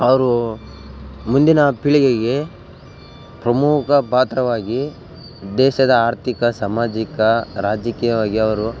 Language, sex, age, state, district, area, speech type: Kannada, male, 18-30, Karnataka, Bellary, rural, spontaneous